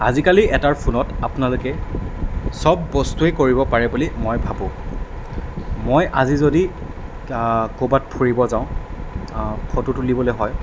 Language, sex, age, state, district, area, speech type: Assamese, male, 18-30, Assam, Darrang, rural, spontaneous